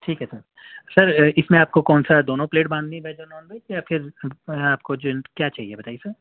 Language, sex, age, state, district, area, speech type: Urdu, male, 30-45, Uttar Pradesh, Gautam Buddha Nagar, urban, conversation